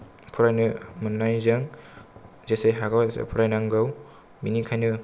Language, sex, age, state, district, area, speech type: Bodo, male, 18-30, Assam, Kokrajhar, rural, spontaneous